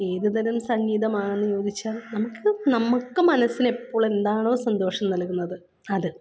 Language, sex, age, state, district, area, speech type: Malayalam, female, 30-45, Kerala, Alappuzha, rural, spontaneous